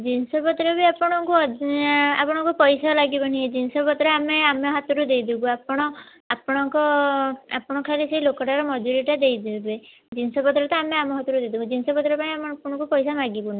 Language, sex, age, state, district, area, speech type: Odia, female, 18-30, Odisha, Kendujhar, urban, conversation